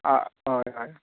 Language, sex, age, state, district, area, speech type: Goan Konkani, male, 18-30, Goa, Canacona, rural, conversation